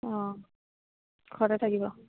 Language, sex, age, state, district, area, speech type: Assamese, female, 30-45, Assam, Sivasagar, rural, conversation